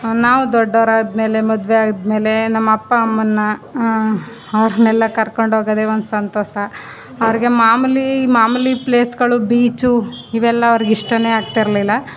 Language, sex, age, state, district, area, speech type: Kannada, female, 30-45, Karnataka, Chamarajanagar, rural, spontaneous